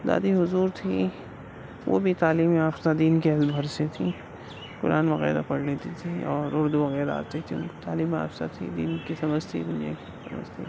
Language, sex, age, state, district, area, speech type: Urdu, male, 18-30, Uttar Pradesh, Gautam Buddha Nagar, rural, spontaneous